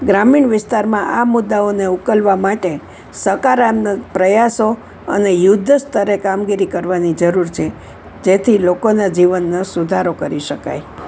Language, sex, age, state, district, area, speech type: Gujarati, female, 60+, Gujarat, Kheda, rural, spontaneous